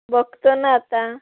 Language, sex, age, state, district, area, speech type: Marathi, female, 30-45, Maharashtra, Yavatmal, rural, conversation